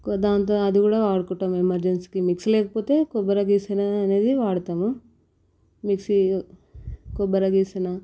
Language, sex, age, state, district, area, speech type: Telugu, female, 18-30, Telangana, Vikarabad, urban, spontaneous